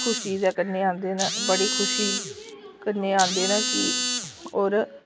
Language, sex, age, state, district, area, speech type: Dogri, female, 30-45, Jammu and Kashmir, Samba, urban, spontaneous